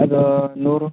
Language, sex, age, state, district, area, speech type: Kannada, male, 30-45, Karnataka, Raichur, rural, conversation